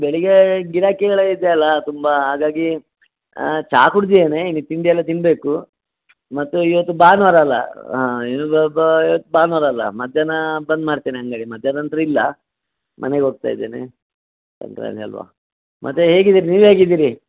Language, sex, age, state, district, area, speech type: Kannada, male, 60+, Karnataka, Dakshina Kannada, rural, conversation